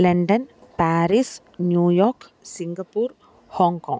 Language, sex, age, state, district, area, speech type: Malayalam, female, 30-45, Kerala, Alappuzha, rural, spontaneous